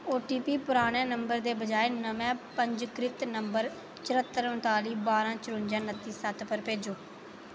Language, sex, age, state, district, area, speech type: Dogri, female, 18-30, Jammu and Kashmir, Reasi, rural, read